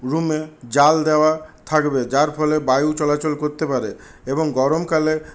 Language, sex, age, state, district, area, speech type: Bengali, male, 60+, West Bengal, Purulia, rural, spontaneous